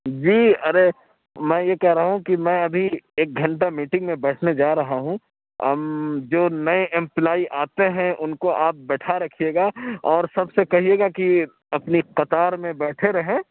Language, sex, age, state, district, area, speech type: Urdu, male, 60+, Uttar Pradesh, Lucknow, urban, conversation